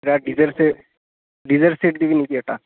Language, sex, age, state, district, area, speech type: Assamese, male, 18-30, Assam, Barpeta, rural, conversation